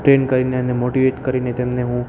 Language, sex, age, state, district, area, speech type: Gujarati, male, 18-30, Gujarat, Ahmedabad, urban, spontaneous